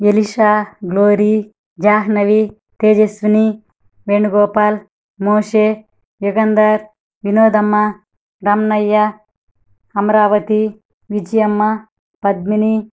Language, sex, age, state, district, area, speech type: Telugu, female, 30-45, Andhra Pradesh, Kadapa, urban, spontaneous